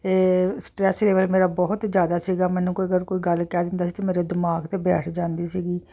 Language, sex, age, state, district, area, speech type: Punjabi, female, 45-60, Punjab, Jalandhar, urban, spontaneous